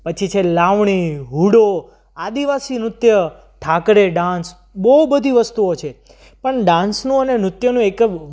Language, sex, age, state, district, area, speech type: Gujarati, male, 18-30, Gujarat, Surat, urban, spontaneous